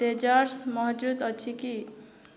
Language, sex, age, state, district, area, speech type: Odia, female, 30-45, Odisha, Boudh, rural, read